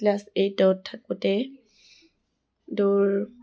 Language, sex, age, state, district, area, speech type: Assamese, female, 18-30, Assam, Dibrugarh, urban, spontaneous